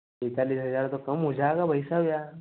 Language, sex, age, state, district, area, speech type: Hindi, male, 18-30, Madhya Pradesh, Ujjain, urban, conversation